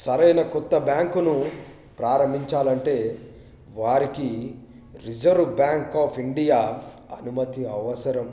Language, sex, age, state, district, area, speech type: Telugu, male, 18-30, Telangana, Hanamkonda, urban, spontaneous